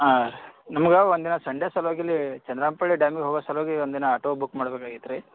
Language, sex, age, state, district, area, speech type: Kannada, male, 18-30, Karnataka, Gulbarga, urban, conversation